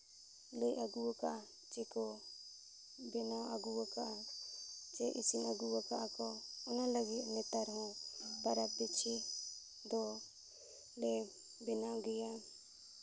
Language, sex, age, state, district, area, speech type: Santali, female, 18-30, Jharkhand, Seraikela Kharsawan, rural, spontaneous